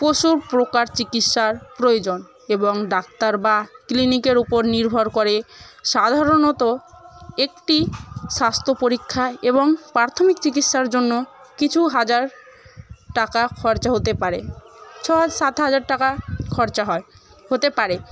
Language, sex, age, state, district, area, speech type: Bengali, female, 18-30, West Bengal, Murshidabad, rural, spontaneous